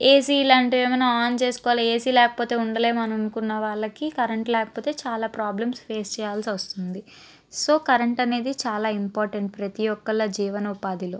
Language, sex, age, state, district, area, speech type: Telugu, female, 18-30, Andhra Pradesh, Palnadu, urban, spontaneous